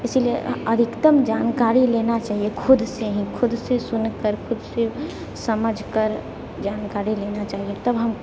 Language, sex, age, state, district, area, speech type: Maithili, female, 30-45, Bihar, Purnia, urban, spontaneous